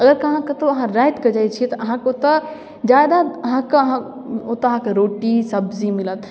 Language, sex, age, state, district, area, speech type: Maithili, female, 18-30, Bihar, Darbhanga, rural, spontaneous